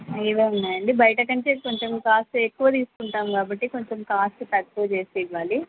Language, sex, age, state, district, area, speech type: Telugu, female, 18-30, Andhra Pradesh, Sri Satya Sai, urban, conversation